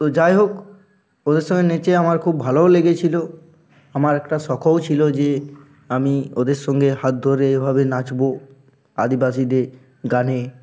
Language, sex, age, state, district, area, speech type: Bengali, male, 18-30, West Bengal, Uttar Dinajpur, urban, spontaneous